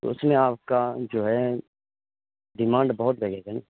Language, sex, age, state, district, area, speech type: Urdu, male, 18-30, Bihar, Purnia, rural, conversation